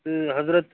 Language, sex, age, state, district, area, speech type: Kashmiri, male, 45-60, Jammu and Kashmir, Shopian, urban, conversation